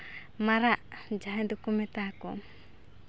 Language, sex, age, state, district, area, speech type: Santali, female, 18-30, West Bengal, Purulia, rural, spontaneous